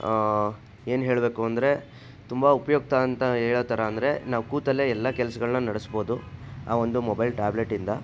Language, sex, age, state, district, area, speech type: Kannada, male, 60+, Karnataka, Chitradurga, rural, spontaneous